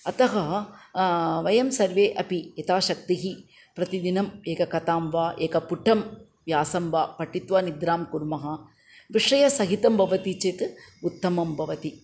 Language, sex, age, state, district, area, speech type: Sanskrit, female, 45-60, Andhra Pradesh, Chittoor, urban, spontaneous